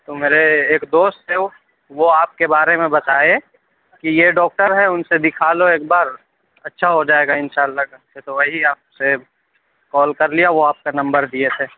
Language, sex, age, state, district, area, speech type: Urdu, male, 30-45, Uttar Pradesh, Gautam Buddha Nagar, urban, conversation